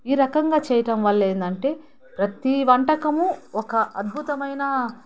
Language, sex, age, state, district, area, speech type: Telugu, female, 30-45, Andhra Pradesh, Nellore, urban, spontaneous